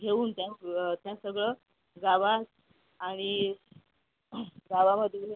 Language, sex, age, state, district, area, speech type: Marathi, female, 30-45, Maharashtra, Akola, urban, conversation